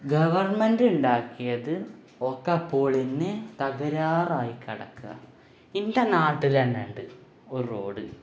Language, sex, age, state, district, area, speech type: Malayalam, male, 18-30, Kerala, Malappuram, rural, spontaneous